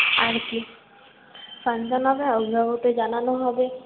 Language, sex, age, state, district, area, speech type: Bengali, female, 18-30, West Bengal, Paschim Bardhaman, urban, conversation